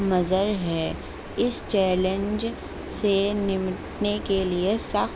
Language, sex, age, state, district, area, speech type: Urdu, female, 18-30, Delhi, North East Delhi, urban, spontaneous